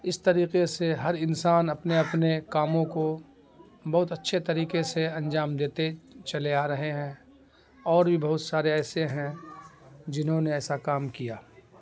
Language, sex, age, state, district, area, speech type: Urdu, male, 45-60, Bihar, Khagaria, rural, spontaneous